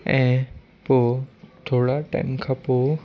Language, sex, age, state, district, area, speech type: Sindhi, male, 18-30, Gujarat, Kutch, urban, spontaneous